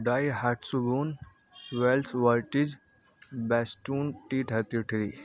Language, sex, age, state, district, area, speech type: Urdu, male, 30-45, Uttar Pradesh, Muzaffarnagar, urban, spontaneous